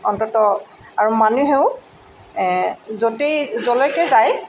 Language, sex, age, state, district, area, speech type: Assamese, female, 60+, Assam, Tinsukia, urban, spontaneous